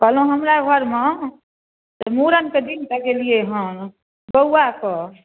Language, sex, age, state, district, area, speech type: Maithili, female, 45-60, Bihar, Darbhanga, urban, conversation